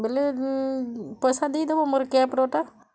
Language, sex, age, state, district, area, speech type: Odia, female, 30-45, Odisha, Bargarh, urban, spontaneous